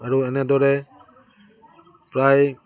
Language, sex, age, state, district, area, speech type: Assamese, male, 60+, Assam, Udalguri, rural, spontaneous